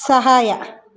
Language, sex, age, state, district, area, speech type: Kannada, female, 45-60, Karnataka, Kolar, urban, read